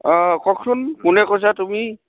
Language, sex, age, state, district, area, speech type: Assamese, male, 45-60, Assam, Dhemaji, rural, conversation